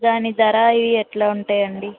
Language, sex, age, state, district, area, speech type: Telugu, female, 45-60, Andhra Pradesh, N T Rama Rao, urban, conversation